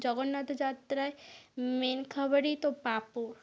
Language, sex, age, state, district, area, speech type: Bengali, female, 45-60, West Bengal, North 24 Parganas, rural, spontaneous